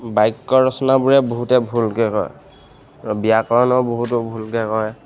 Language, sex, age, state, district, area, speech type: Assamese, male, 18-30, Assam, Charaideo, urban, spontaneous